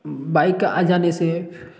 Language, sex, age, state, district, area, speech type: Hindi, male, 18-30, Bihar, Samastipur, rural, spontaneous